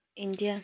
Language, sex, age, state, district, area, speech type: Nepali, female, 18-30, West Bengal, Kalimpong, rural, spontaneous